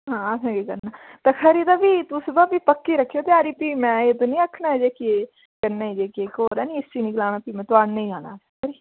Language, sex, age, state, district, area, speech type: Dogri, female, 18-30, Jammu and Kashmir, Udhampur, rural, conversation